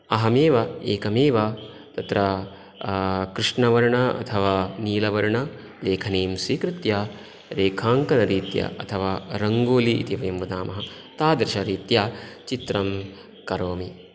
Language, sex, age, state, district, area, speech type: Sanskrit, male, 30-45, Karnataka, Dakshina Kannada, rural, spontaneous